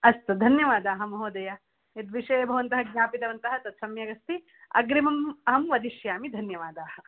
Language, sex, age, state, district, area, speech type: Sanskrit, female, 18-30, Karnataka, Bangalore Rural, rural, conversation